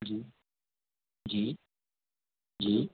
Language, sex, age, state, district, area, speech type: Hindi, male, 18-30, Madhya Pradesh, Jabalpur, urban, conversation